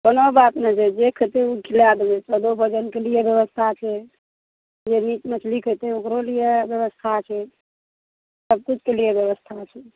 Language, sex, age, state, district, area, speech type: Maithili, female, 45-60, Bihar, Araria, rural, conversation